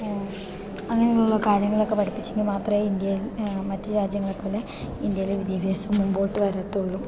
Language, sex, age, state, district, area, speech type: Malayalam, female, 18-30, Kerala, Idukki, rural, spontaneous